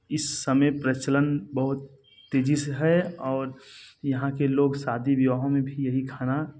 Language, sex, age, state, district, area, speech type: Hindi, male, 18-30, Uttar Pradesh, Bhadohi, rural, spontaneous